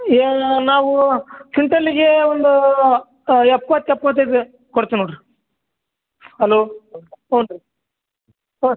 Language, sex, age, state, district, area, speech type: Kannada, male, 18-30, Karnataka, Bellary, urban, conversation